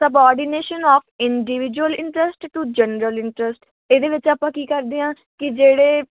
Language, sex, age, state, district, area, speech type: Punjabi, female, 45-60, Punjab, Moga, rural, conversation